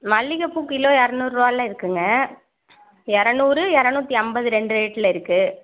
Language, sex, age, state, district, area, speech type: Tamil, female, 45-60, Tamil Nadu, Thanjavur, rural, conversation